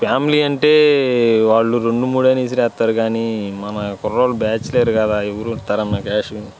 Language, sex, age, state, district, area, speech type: Telugu, male, 18-30, Andhra Pradesh, Bapatla, rural, spontaneous